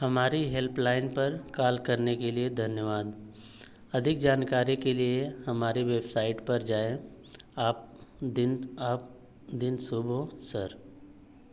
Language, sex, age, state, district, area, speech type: Hindi, male, 30-45, Uttar Pradesh, Azamgarh, rural, read